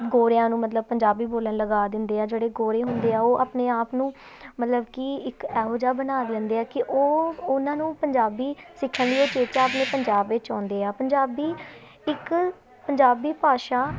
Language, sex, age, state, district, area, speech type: Punjabi, female, 18-30, Punjab, Tarn Taran, urban, spontaneous